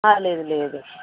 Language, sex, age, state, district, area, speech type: Telugu, female, 18-30, Telangana, Medchal, urban, conversation